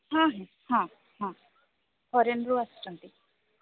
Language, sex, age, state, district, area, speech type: Odia, female, 45-60, Odisha, Sambalpur, rural, conversation